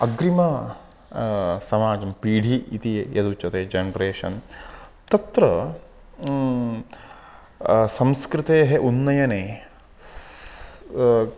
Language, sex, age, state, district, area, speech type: Sanskrit, male, 30-45, Karnataka, Uttara Kannada, rural, spontaneous